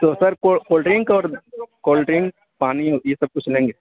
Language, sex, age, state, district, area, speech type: Urdu, male, 30-45, Uttar Pradesh, Mau, urban, conversation